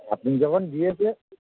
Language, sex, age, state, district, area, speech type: Bengali, male, 45-60, West Bengal, Darjeeling, rural, conversation